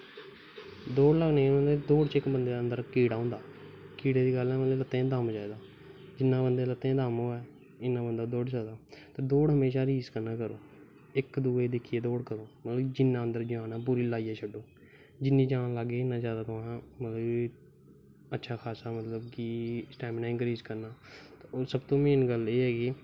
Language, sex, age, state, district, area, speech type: Dogri, male, 18-30, Jammu and Kashmir, Kathua, rural, spontaneous